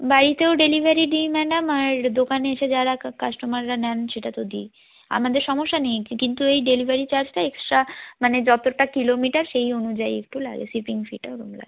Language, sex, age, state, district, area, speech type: Bengali, female, 18-30, West Bengal, Jalpaiguri, rural, conversation